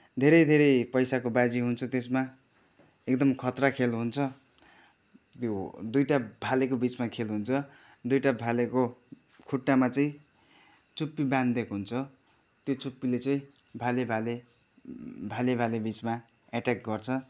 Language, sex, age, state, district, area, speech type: Nepali, male, 30-45, West Bengal, Kalimpong, rural, spontaneous